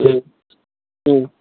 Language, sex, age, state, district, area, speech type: Tamil, male, 18-30, Tamil Nadu, Kallakurichi, urban, conversation